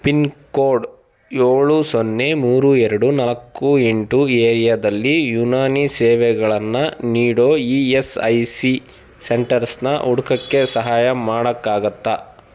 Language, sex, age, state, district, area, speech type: Kannada, male, 18-30, Karnataka, Tumkur, rural, read